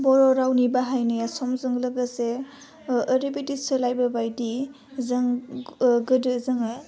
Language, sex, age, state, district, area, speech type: Bodo, female, 18-30, Assam, Udalguri, urban, spontaneous